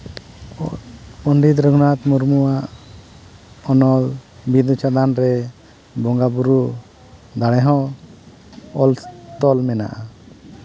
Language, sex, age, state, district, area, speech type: Santali, male, 30-45, Jharkhand, East Singhbhum, rural, spontaneous